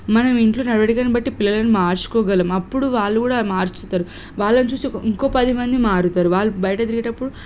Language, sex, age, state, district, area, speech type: Telugu, female, 18-30, Telangana, Suryapet, urban, spontaneous